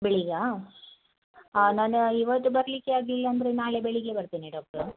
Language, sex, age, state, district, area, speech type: Kannada, female, 30-45, Karnataka, Dakshina Kannada, rural, conversation